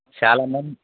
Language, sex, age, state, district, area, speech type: Telugu, male, 45-60, Andhra Pradesh, Sri Balaji, rural, conversation